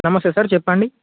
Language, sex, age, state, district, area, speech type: Telugu, male, 18-30, Telangana, Bhadradri Kothagudem, urban, conversation